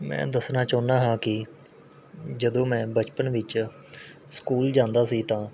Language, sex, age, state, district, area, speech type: Punjabi, male, 18-30, Punjab, Mohali, urban, spontaneous